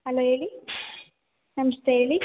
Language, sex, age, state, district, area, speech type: Kannada, female, 30-45, Karnataka, Hassan, urban, conversation